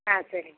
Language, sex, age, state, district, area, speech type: Tamil, female, 30-45, Tamil Nadu, Nilgiris, rural, conversation